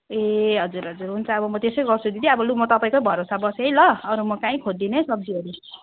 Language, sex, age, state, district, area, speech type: Nepali, female, 30-45, West Bengal, Darjeeling, rural, conversation